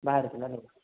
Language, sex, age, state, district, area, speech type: Odia, male, 30-45, Odisha, Sambalpur, rural, conversation